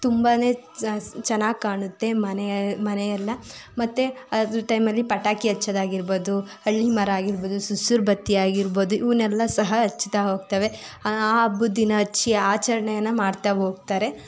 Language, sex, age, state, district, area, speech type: Kannada, female, 30-45, Karnataka, Tumkur, rural, spontaneous